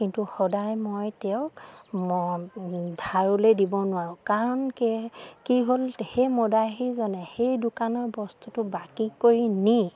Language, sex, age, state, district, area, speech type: Assamese, female, 45-60, Assam, Sivasagar, rural, spontaneous